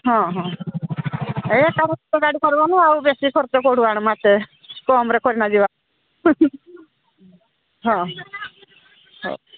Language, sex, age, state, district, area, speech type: Odia, female, 60+, Odisha, Angul, rural, conversation